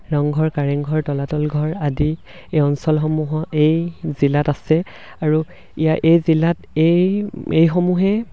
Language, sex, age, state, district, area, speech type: Assamese, male, 18-30, Assam, Charaideo, rural, spontaneous